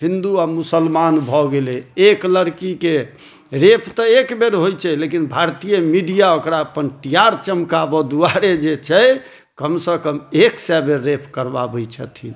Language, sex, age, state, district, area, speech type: Maithili, male, 30-45, Bihar, Madhubani, urban, spontaneous